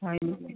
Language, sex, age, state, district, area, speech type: Assamese, female, 30-45, Assam, Barpeta, rural, conversation